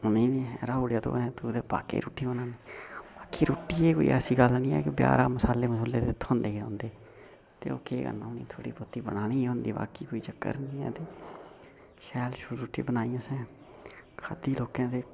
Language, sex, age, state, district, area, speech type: Dogri, male, 18-30, Jammu and Kashmir, Udhampur, rural, spontaneous